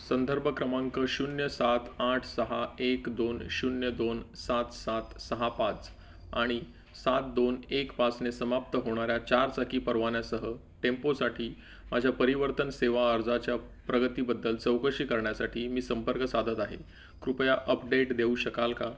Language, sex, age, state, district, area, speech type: Marathi, male, 30-45, Maharashtra, Palghar, rural, read